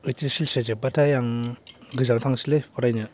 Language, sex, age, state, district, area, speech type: Bodo, male, 18-30, Assam, Baksa, rural, spontaneous